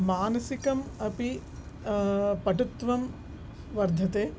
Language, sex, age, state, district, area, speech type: Sanskrit, female, 45-60, Andhra Pradesh, Krishna, urban, spontaneous